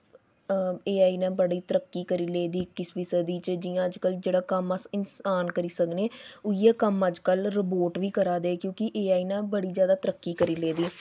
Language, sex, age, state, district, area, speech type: Dogri, female, 30-45, Jammu and Kashmir, Samba, urban, spontaneous